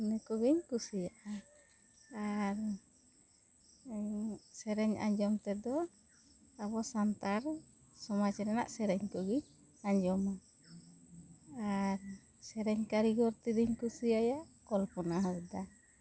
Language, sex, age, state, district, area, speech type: Santali, female, 30-45, West Bengal, Bankura, rural, spontaneous